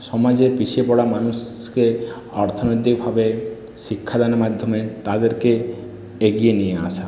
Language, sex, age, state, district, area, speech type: Bengali, male, 45-60, West Bengal, Purulia, urban, spontaneous